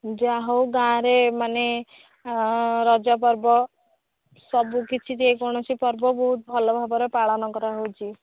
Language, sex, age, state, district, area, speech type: Odia, female, 18-30, Odisha, Nayagarh, rural, conversation